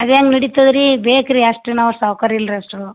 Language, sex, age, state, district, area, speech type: Kannada, female, 45-60, Karnataka, Gulbarga, urban, conversation